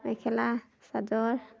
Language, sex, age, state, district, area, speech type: Assamese, female, 30-45, Assam, Sivasagar, rural, spontaneous